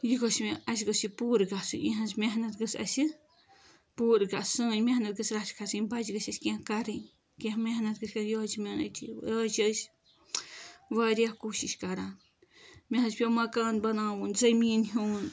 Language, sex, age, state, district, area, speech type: Kashmiri, female, 45-60, Jammu and Kashmir, Ganderbal, rural, spontaneous